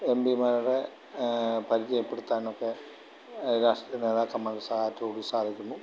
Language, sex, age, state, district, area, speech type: Malayalam, male, 45-60, Kerala, Alappuzha, rural, spontaneous